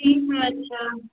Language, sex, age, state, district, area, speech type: Hindi, female, 18-30, Uttar Pradesh, Prayagraj, urban, conversation